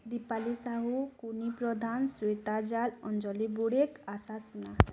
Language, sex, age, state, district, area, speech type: Odia, female, 18-30, Odisha, Bargarh, rural, spontaneous